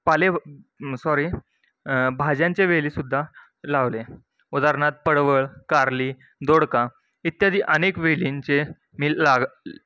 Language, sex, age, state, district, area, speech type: Marathi, male, 18-30, Maharashtra, Satara, rural, spontaneous